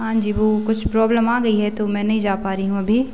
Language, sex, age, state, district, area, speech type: Hindi, female, 18-30, Madhya Pradesh, Narsinghpur, rural, spontaneous